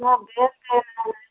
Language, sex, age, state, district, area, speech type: Hindi, female, 30-45, Uttar Pradesh, Pratapgarh, rural, conversation